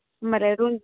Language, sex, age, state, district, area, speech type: Bodo, female, 18-30, Assam, Kokrajhar, rural, conversation